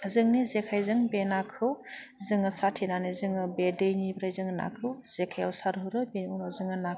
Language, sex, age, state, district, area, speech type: Bodo, female, 18-30, Assam, Udalguri, urban, spontaneous